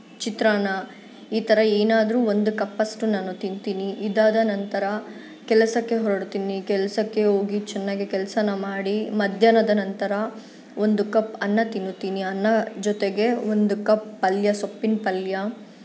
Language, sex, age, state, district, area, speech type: Kannada, female, 18-30, Karnataka, Bangalore Urban, urban, spontaneous